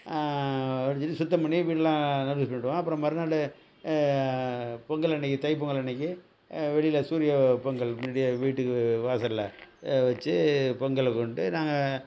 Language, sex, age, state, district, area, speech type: Tamil, male, 60+, Tamil Nadu, Thanjavur, rural, spontaneous